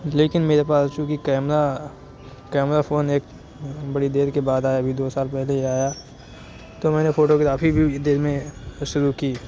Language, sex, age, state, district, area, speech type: Urdu, male, 45-60, Uttar Pradesh, Aligarh, rural, spontaneous